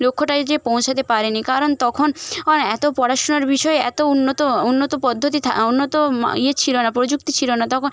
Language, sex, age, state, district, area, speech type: Bengali, female, 45-60, West Bengal, Jhargram, rural, spontaneous